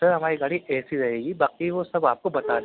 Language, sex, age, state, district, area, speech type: Urdu, male, 30-45, Delhi, Central Delhi, urban, conversation